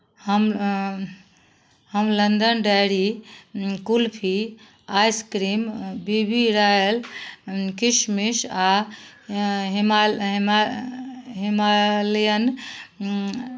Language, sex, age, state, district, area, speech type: Maithili, female, 60+, Bihar, Madhubani, rural, read